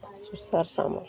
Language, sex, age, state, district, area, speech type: Odia, female, 45-60, Odisha, Sundergarh, urban, spontaneous